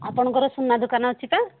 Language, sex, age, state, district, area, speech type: Odia, female, 60+, Odisha, Jharsuguda, rural, conversation